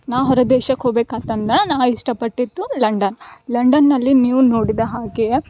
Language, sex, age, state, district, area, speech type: Kannada, female, 18-30, Karnataka, Gulbarga, urban, spontaneous